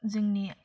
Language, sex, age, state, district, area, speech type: Bodo, female, 18-30, Assam, Udalguri, rural, spontaneous